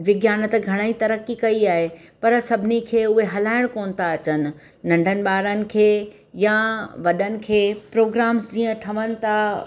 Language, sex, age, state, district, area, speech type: Sindhi, female, 45-60, Rajasthan, Ajmer, rural, spontaneous